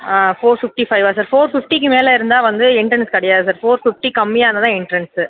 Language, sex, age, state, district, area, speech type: Tamil, female, 18-30, Tamil Nadu, Pudukkottai, urban, conversation